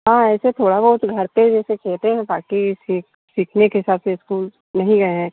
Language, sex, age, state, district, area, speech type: Hindi, female, 60+, Uttar Pradesh, Hardoi, rural, conversation